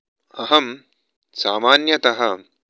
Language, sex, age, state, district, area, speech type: Sanskrit, male, 30-45, Karnataka, Bangalore Urban, urban, spontaneous